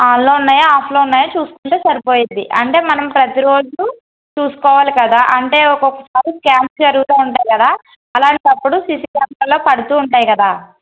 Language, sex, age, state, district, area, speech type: Telugu, female, 18-30, Telangana, Karimnagar, urban, conversation